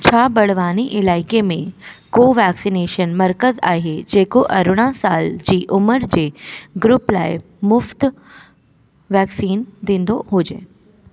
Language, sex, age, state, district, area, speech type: Sindhi, female, 18-30, Delhi, South Delhi, urban, read